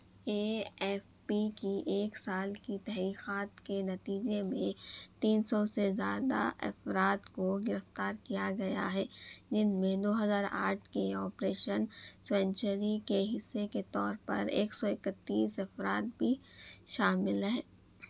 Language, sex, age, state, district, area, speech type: Urdu, female, 18-30, Telangana, Hyderabad, urban, read